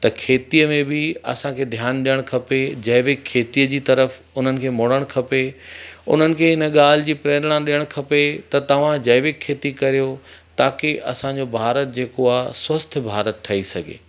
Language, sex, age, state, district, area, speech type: Sindhi, male, 45-60, Madhya Pradesh, Katni, rural, spontaneous